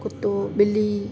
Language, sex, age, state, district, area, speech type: Sindhi, female, 30-45, Uttar Pradesh, Lucknow, rural, spontaneous